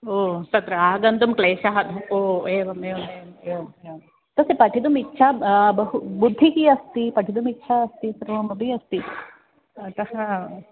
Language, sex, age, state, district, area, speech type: Sanskrit, female, 45-60, Kerala, Kottayam, rural, conversation